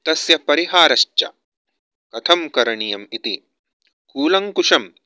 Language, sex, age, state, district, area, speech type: Sanskrit, male, 30-45, Karnataka, Bangalore Urban, urban, spontaneous